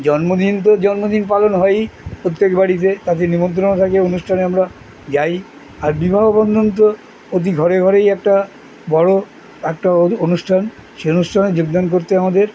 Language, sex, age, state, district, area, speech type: Bengali, male, 60+, West Bengal, Kolkata, urban, spontaneous